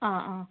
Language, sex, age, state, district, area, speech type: Malayalam, female, 45-60, Kerala, Kozhikode, urban, conversation